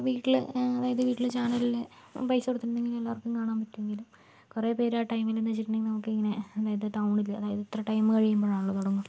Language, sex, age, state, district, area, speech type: Malayalam, female, 45-60, Kerala, Kozhikode, urban, spontaneous